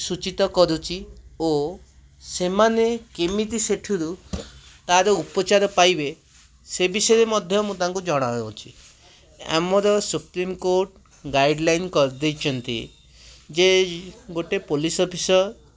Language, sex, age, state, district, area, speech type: Odia, male, 30-45, Odisha, Cuttack, urban, spontaneous